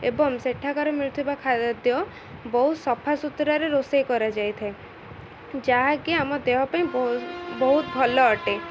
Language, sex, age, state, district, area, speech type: Odia, female, 18-30, Odisha, Ganjam, urban, spontaneous